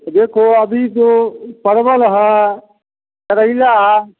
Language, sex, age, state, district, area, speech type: Hindi, male, 45-60, Bihar, Samastipur, rural, conversation